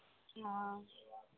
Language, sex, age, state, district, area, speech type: Maithili, female, 45-60, Bihar, Madhepura, rural, conversation